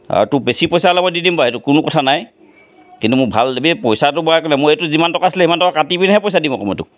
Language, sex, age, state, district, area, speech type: Assamese, male, 45-60, Assam, Charaideo, urban, spontaneous